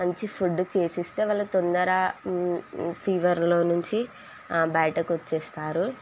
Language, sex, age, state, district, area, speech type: Telugu, female, 18-30, Telangana, Sangareddy, urban, spontaneous